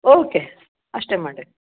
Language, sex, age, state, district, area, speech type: Kannada, female, 60+, Karnataka, Gadag, rural, conversation